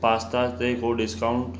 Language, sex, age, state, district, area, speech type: Sindhi, male, 18-30, Maharashtra, Mumbai Suburban, urban, read